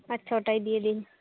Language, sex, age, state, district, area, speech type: Bengali, female, 30-45, West Bengal, South 24 Parganas, rural, conversation